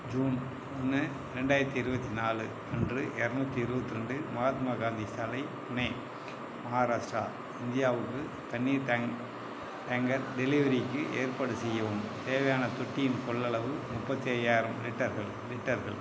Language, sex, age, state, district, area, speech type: Tamil, male, 60+, Tamil Nadu, Madurai, rural, read